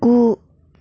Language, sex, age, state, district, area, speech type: Bodo, female, 30-45, Assam, Chirang, rural, read